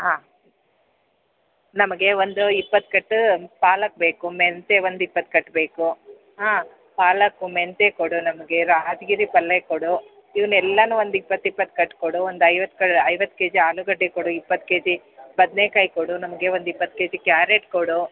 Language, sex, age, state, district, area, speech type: Kannada, female, 45-60, Karnataka, Bellary, rural, conversation